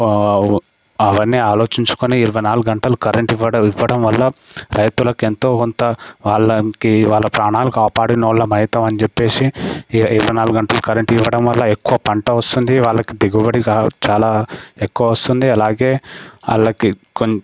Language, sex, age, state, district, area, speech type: Telugu, male, 18-30, Telangana, Sangareddy, rural, spontaneous